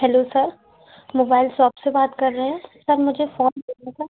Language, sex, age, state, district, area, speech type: Hindi, female, 18-30, Madhya Pradesh, Gwalior, urban, conversation